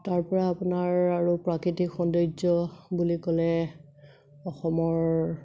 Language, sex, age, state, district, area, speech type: Assamese, female, 30-45, Assam, Kamrup Metropolitan, urban, spontaneous